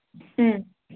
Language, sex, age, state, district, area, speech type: Manipuri, female, 18-30, Manipur, Kangpokpi, urban, conversation